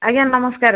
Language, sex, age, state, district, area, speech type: Odia, female, 60+, Odisha, Gajapati, rural, conversation